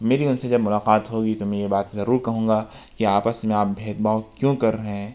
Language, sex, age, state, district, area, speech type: Urdu, male, 30-45, Uttar Pradesh, Lucknow, urban, spontaneous